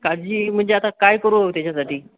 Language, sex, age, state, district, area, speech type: Marathi, male, 30-45, Maharashtra, Akola, urban, conversation